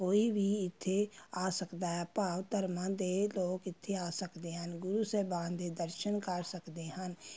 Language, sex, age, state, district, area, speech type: Punjabi, female, 30-45, Punjab, Amritsar, urban, spontaneous